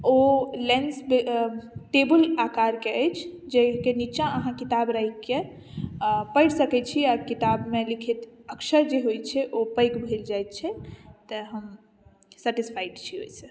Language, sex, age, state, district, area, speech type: Maithili, female, 60+, Bihar, Madhubani, rural, spontaneous